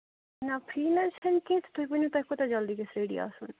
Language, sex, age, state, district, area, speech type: Kashmiri, female, 18-30, Jammu and Kashmir, Kupwara, rural, conversation